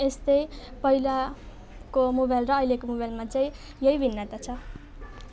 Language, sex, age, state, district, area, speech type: Nepali, female, 18-30, West Bengal, Jalpaiguri, rural, spontaneous